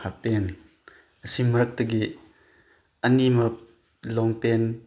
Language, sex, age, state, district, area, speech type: Manipuri, male, 30-45, Manipur, Chandel, rural, spontaneous